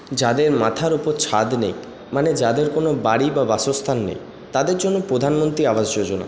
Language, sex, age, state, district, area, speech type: Bengali, male, 30-45, West Bengal, Paschim Bardhaman, rural, spontaneous